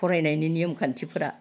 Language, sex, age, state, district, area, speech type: Bodo, female, 60+, Assam, Udalguri, urban, spontaneous